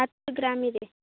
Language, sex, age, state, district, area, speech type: Kannada, female, 18-30, Karnataka, Chikkaballapur, rural, conversation